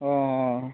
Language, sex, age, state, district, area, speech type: Odia, male, 45-60, Odisha, Nuapada, urban, conversation